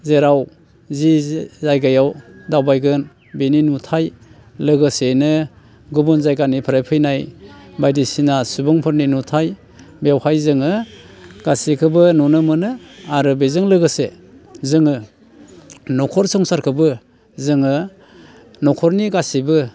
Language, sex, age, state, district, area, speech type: Bodo, male, 60+, Assam, Baksa, urban, spontaneous